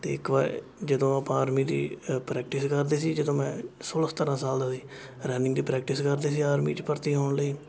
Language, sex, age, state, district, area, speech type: Punjabi, male, 18-30, Punjab, Shaheed Bhagat Singh Nagar, rural, spontaneous